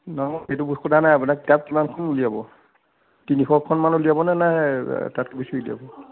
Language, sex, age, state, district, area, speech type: Assamese, male, 60+, Assam, Majuli, urban, conversation